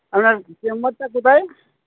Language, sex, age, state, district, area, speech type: Bengali, male, 60+, West Bengal, Purba Bardhaman, urban, conversation